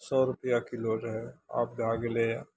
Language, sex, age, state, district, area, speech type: Maithili, male, 60+, Bihar, Madhepura, rural, spontaneous